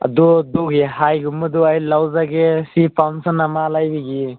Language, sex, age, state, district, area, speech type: Manipuri, male, 18-30, Manipur, Senapati, rural, conversation